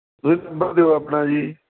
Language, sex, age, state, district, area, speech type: Punjabi, male, 45-60, Punjab, Mohali, urban, conversation